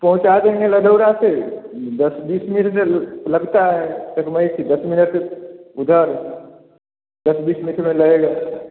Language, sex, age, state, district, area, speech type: Hindi, male, 45-60, Bihar, Samastipur, rural, conversation